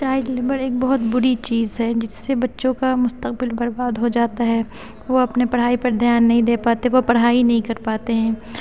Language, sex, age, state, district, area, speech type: Urdu, female, 30-45, Uttar Pradesh, Aligarh, urban, spontaneous